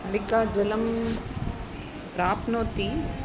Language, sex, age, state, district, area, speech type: Sanskrit, female, 45-60, Tamil Nadu, Chennai, urban, spontaneous